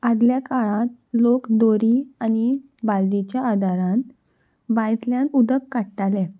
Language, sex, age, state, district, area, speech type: Goan Konkani, female, 18-30, Goa, Salcete, urban, spontaneous